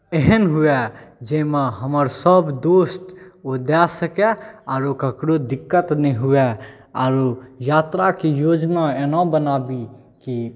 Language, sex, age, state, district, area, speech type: Maithili, male, 18-30, Bihar, Saharsa, rural, spontaneous